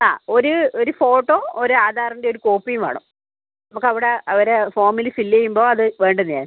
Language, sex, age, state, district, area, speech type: Malayalam, female, 30-45, Kerala, Kannur, rural, conversation